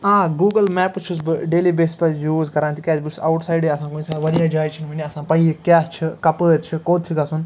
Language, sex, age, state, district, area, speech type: Kashmiri, male, 18-30, Jammu and Kashmir, Ganderbal, rural, spontaneous